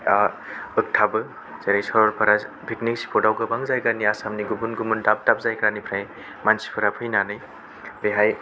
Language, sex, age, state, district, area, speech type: Bodo, male, 18-30, Assam, Kokrajhar, rural, spontaneous